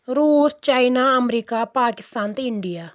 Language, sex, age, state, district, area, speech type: Kashmiri, female, 18-30, Jammu and Kashmir, Anantnag, rural, spontaneous